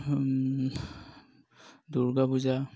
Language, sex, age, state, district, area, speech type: Assamese, male, 30-45, Assam, Darrang, rural, spontaneous